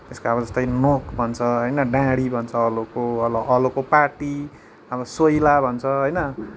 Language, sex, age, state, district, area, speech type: Nepali, male, 30-45, West Bengal, Kalimpong, rural, spontaneous